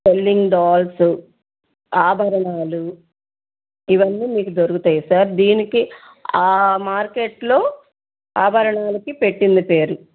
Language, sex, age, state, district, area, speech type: Telugu, female, 30-45, Andhra Pradesh, Bapatla, urban, conversation